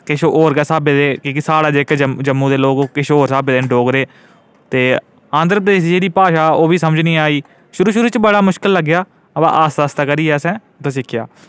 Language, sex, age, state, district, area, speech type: Dogri, male, 18-30, Jammu and Kashmir, Udhampur, urban, spontaneous